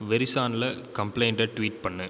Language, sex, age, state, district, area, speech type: Tamil, male, 18-30, Tamil Nadu, Viluppuram, urban, read